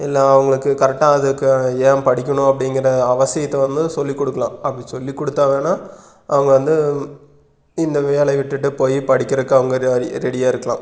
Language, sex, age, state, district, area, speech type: Tamil, male, 30-45, Tamil Nadu, Erode, rural, spontaneous